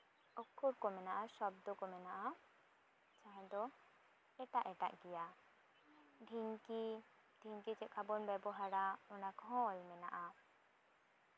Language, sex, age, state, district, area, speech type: Santali, female, 18-30, West Bengal, Bankura, rural, spontaneous